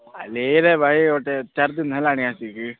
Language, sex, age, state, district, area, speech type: Odia, male, 18-30, Odisha, Nabarangpur, urban, conversation